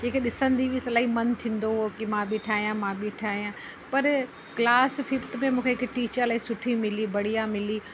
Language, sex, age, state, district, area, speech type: Sindhi, female, 45-60, Uttar Pradesh, Lucknow, rural, spontaneous